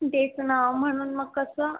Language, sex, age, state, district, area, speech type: Marathi, female, 18-30, Maharashtra, Buldhana, rural, conversation